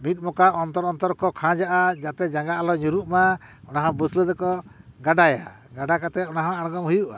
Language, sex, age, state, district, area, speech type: Santali, male, 60+, West Bengal, Paschim Bardhaman, rural, spontaneous